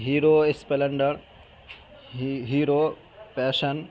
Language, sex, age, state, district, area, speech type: Urdu, male, 18-30, Bihar, Madhubani, rural, spontaneous